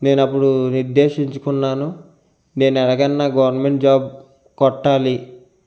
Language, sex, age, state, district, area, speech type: Telugu, male, 30-45, Andhra Pradesh, Konaseema, rural, spontaneous